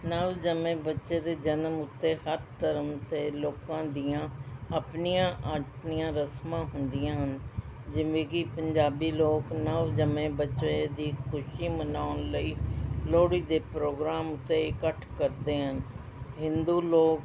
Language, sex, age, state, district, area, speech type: Punjabi, female, 60+, Punjab, Mohali, urban, spontaneous